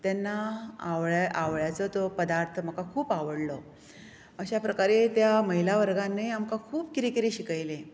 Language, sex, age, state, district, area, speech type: Goan Konkani, female, 45-60, Goa, Bardez, rural, spontaneous